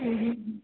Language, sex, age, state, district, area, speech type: Bengali, female, 30-45, West Bengal, Purba Bardhaman, urban, conversation